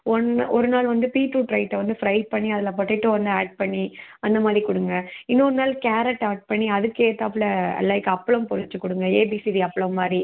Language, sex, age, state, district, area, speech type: Tamil, female, 18-30, Tamil Nadu, Kanchipuram, urban, conversation